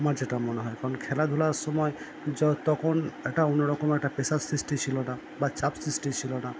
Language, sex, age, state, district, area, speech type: Bengali, male, 30-45, West Bengal, Purba Bardhaman, urban, spontaneous